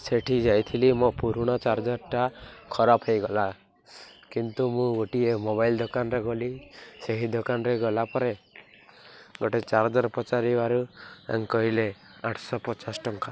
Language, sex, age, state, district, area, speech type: Odia, male, 18-30, Odisha, Koraput, urban, spontaneous